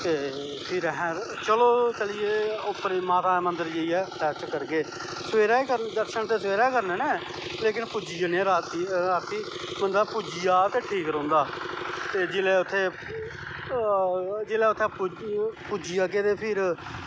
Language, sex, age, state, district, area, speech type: Dogri, male, 30-45, Jammu and Kashmir, Kathua, rural, spontaneous